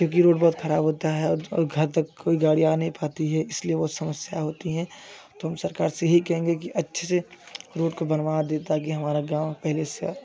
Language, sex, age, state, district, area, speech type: Hindi, male, 30-45, Uttar Pradesh, Jaunpur, urban, spontaneous